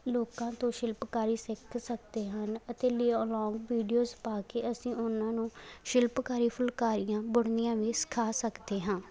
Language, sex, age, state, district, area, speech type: Punjabi, female, 18-30, Punjab, Faridkot, rural, spontaneous